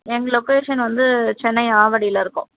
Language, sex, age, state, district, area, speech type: Tamil, female, 30-45, Tamil Nadu, Tiruvallur, urban, conversation